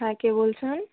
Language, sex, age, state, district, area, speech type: Bengali, female, 60+, West Bengal, Nadia, urban, conversation